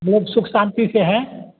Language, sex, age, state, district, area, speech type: Hindi, male, 60+, Bihar, Madhepura, urban, conversation